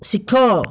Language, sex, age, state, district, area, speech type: Odia, male, 18-30, Odisha, Bhadrak, rural, read